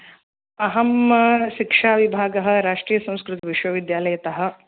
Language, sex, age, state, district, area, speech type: Sanskrit, female, 30-45, Tamil Nadu, Chennai, urban, conversation